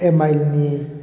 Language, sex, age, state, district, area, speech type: Bodo, male, 45-60, Assam, Baksa, urban, spontaneous